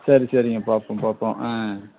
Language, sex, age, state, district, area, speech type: Tamil, male, 45-60, Tamil Nadu, Perambalur, rural, conversation